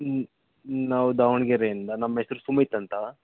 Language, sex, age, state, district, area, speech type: Kannada, male, 18-30, Karnataka, Davanagere, rural, conversation